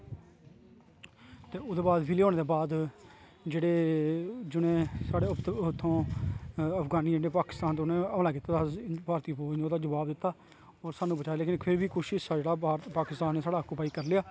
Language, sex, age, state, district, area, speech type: Dogri, male, 30-45, Jammu and Kashmir, Kathua, urban, spontaneous